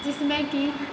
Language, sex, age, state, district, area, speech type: Hindi, female, 18-30, Madhya Pradesh, Hoshangabad, urban, spontaneous